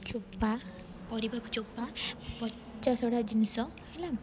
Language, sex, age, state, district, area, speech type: Odia, female, 18-30, Odisha, Rayagada, rural, spontaneous